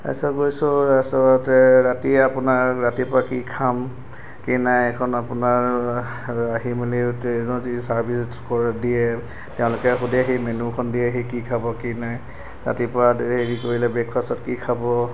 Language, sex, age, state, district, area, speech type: Assamese, male, 30-45, Assam, Golaghat, urban, spontaneous